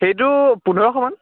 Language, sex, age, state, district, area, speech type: Assamese, male, 18-30, Assam, Charaideo, urban, conversation